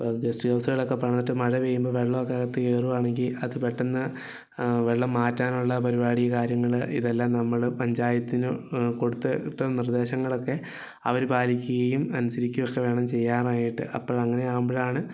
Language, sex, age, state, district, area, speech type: Malayalam, male, 18-30, Kerala, Idukki, rural, spontaneous